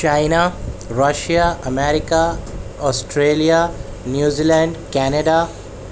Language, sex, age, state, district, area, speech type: Urdu, male, 18-30, Delhi, Central Delhi, urban, spontaneous